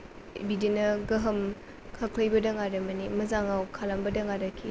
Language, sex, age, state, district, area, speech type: Bodo, female, 18-30, Assam, Kokrajhar, rural, spontaneous